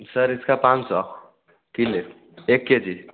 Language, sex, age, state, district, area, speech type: Hindi, male, 18-30, Bihar, Samastipur, rural, conversation